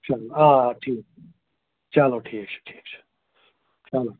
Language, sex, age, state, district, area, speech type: Kashmiri, male, 30-45, Jammu and Kashmir, Bandipora, rural, conversation